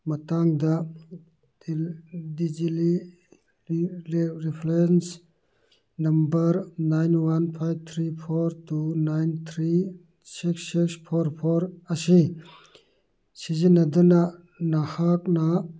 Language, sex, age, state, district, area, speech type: Manipuri, male, 60+, Manipur, Churachandpur, urban, read